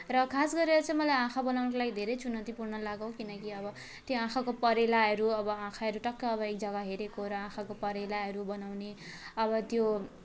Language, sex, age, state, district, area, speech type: Nepali, female, 18-30, West Bengal, Darjeeling, rural, spontaneous